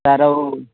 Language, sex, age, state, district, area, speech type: Odia, male, 30-45, Odisha, Sambalpur, rural, conversation